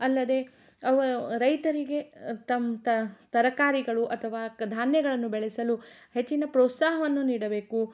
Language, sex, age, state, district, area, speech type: Kannada, female, 60+, Karnataka, Shimoga, rural, spontaneous